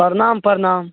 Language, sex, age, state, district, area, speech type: Maithili, male, 18-30, Bihar, Darbhanga, rural, conversation